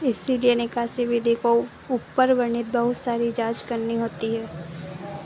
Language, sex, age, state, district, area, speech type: Hindi, female, 18-30, Madhya Pradesh, Harda, rural, read